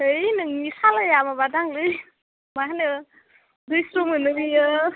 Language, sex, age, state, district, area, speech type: Bodo, female, 18-30, Assam, Udalguri, rural, conversation